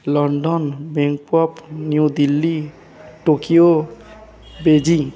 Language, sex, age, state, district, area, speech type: Odia, male, 18-30, Odisha, Balangir, urban, spontaneous